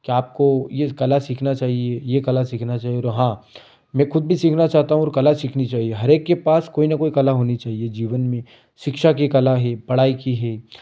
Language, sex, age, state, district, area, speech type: Hindi, male, 18-30, Madhya Pradesh, Ujjain, rural, spontaneous